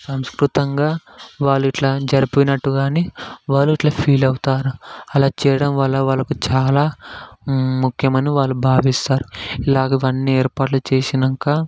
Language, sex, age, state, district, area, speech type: Telugu, male, 18-30, Telangana, Hyderabad, urban, spontaneous